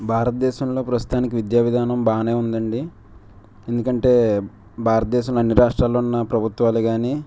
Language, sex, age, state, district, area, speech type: Telugu, male, 18-30, Andhra Pradesh, West Godavari, rural, spontaneous